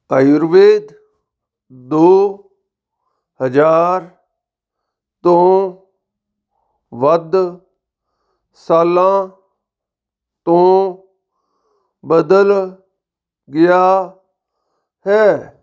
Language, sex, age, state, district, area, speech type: Punjabi, male, 45-60, Punjab, Fazilka, rural, read